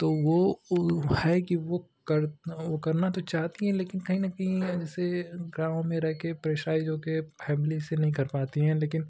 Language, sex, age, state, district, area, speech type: Hindi, male, 18-30, Uttar Pradesh, Ghazipur, rural, spontaneous